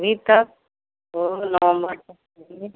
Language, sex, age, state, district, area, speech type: Hindi, female, 60+, Uttar Pradesh, Mau, rural, conversation